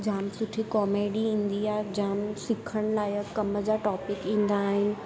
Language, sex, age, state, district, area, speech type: Sindhi, female, 18-30, Gujarat, Surat, urban, spontaneous